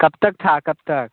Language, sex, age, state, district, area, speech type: Hindi, male, 18-30, Bihar, Muzaffarpur, rural, conversation